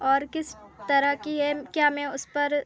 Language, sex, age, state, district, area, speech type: Hindi, female, 18-30, Madhya Pradesh, Seoni, urban, spontaneous